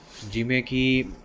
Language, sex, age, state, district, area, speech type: Punjabi, male, 18-30, Punjab, Mohali, urban, spontaneous